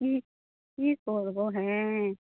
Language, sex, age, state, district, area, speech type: Bengali, female, 30-45, West Bengal, Howrah, urban, conversation